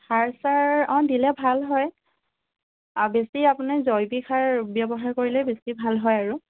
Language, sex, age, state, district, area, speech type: Assamese, female, 45-60, Assam, Charaideo, urban, conversation